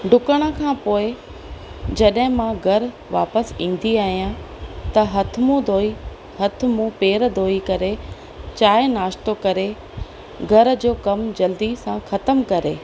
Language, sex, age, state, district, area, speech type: Sindhi, female, 45-60, Rajasthan, Ajmer, urban, spontaneous